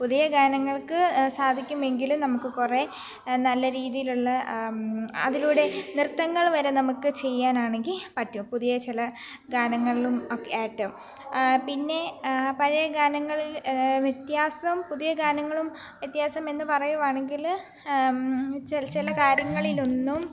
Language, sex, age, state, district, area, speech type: Malayalam, female, 18-30, Kerala, Pathanamthitta, rural, spontaneous